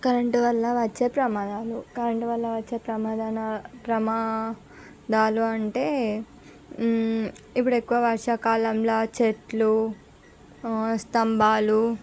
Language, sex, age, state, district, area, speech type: Telugu, female, 18-30, Andhra Pradesh, Visakhapatnam, urban, spontaneous